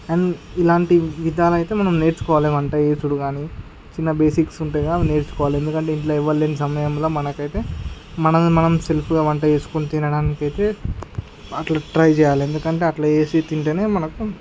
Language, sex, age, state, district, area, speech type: Telugu, male, 18-30, Andhra Pradesh, Visakhapatnam, urban, spontaneous